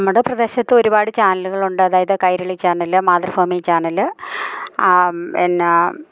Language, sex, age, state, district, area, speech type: Malayalam, female, 45-60, Kerala, Idukki, rural, spontaneous